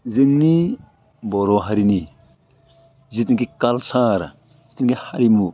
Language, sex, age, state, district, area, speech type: Bodo, male, 60+, Assam, Udalguri, urban, spontaneous